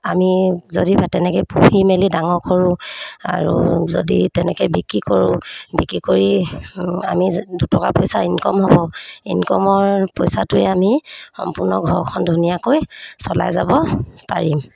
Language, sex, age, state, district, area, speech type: Assamese, female, 30-45, Assam, Sivasagar, rural, spontaneous